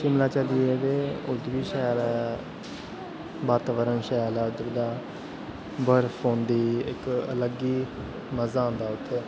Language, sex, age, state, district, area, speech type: Dogri, male, 18-30, Jammu and Kashmir, Kathua, rural, spontaneous